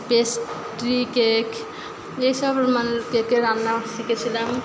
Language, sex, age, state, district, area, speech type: Bengali, female, 30-45, West Bengal, Purba Bardhaman, urban, spontaneous